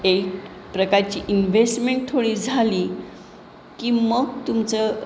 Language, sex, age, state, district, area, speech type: Marathi, female, 60+, Maharashtra, Pune, urban, spontaneous